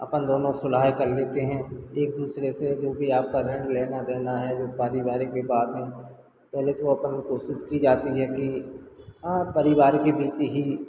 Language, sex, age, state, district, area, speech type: Hindi, male, 45-60, Madhya Pradesh, Hoshangabad, rural, spontaneous